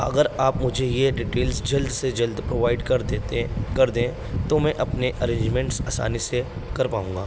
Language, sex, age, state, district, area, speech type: Urdu, male, 18-30, Delhi, North East Delhi, urban, spontaneous